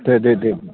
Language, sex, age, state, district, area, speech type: Bodo, male, 60+, Assam, Udalguri, rural, conversation